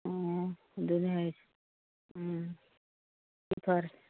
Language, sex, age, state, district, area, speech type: Manipuri, female, 45-60, Manipur, Churachandpur, rural, conversation